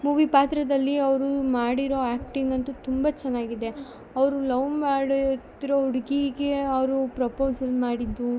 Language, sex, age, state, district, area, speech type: Kannada, female, 18-30, Karnataka, Chikkamagaluru, rural, spontaneous